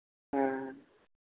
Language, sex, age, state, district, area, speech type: Hindi, male, 60+, Uttar Pradesh, Lucknow, rural, conversation